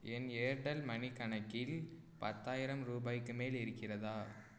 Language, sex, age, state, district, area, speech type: Tamil, male, 18-30, Tamil Nadu, Tiruchirappalli, rural, read